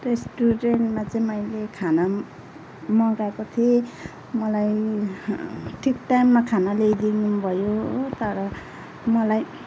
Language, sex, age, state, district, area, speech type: Nepali, female, 45-60, West Bengal, Kalimpong, rural, spontaneous